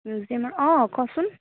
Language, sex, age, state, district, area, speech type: Assamese, female, 18-30, Assam, Kamrup Metropolitan, rural, conversation